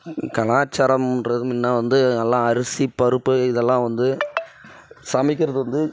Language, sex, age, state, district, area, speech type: Tamil, female, 18-30, Tamil Nadu, Dharmapuri, urban, spontaneous